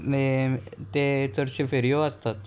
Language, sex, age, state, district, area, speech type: Goan Konkani, male, 18-30, Goa, Murmgao, urban, spontaneous